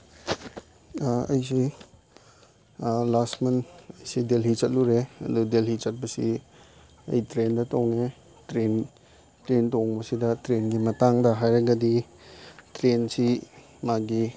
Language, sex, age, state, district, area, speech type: Manipuri, male, 18-30, Manipur, Chandel, rural, spontaneous